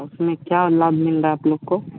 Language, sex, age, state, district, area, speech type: Hindi, male, 30-45, Bihar, Madhepura, rural, conversation